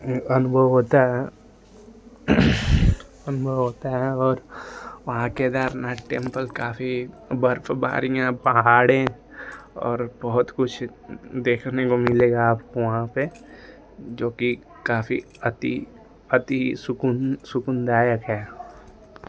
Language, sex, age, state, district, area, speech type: Hindi, male, 18-30, Uttar Pradesh, Ghazipur, urban, spontaneous